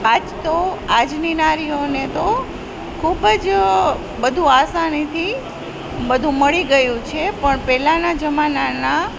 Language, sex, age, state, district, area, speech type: Gujarati, female, 45-60, Gujarat, Junagadh, rural, spontaneous